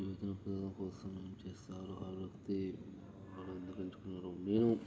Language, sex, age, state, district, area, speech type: Telugu, male, 18-30, Telangana, Vikarabad, urban, spontaneous